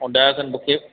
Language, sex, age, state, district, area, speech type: Sindhi, male, 30-45, Madhya Pradesh, Katni, urban, conversation